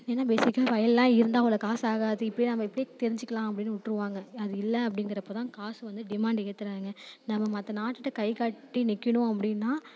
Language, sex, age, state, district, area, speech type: Tamil, female, 18-30, Tamil Nadu, Thanjavur, rural, spontaneous